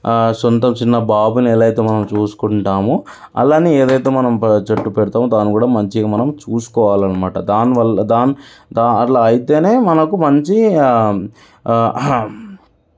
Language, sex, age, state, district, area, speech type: Telugu, male, 30-45, Telangana, Sangareddy, urban, spontaneous